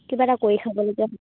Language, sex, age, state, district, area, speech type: Assamese, female, 18-30, Assam, Dibrugarh, rural, conversation